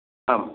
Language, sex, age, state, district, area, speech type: Sanskrit, male, 30-45, Karnataka, Uttara Kannada, rural, conversation